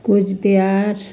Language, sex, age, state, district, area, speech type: Nepali, female, 60+, West Bengal, Jalpaiguri, urban, spontaneous